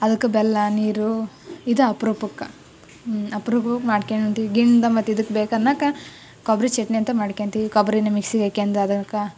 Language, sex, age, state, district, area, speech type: Kannada, female, 18-30, Karnataka, Koppal, rural, spontaneous